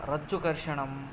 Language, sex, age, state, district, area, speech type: Sanskrit, male, 18-30, Karnataka, Yadgir, urban, spontaneous